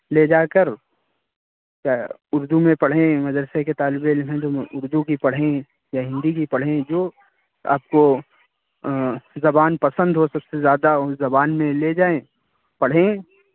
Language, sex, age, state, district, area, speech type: Urdu, male, 45-60, Uttar Pradesh, Lucknow, rural, conversation